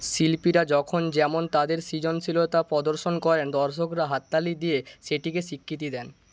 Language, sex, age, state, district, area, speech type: Bengali, male, 18-30, West Bengal, Paschim Medinipur, rural, read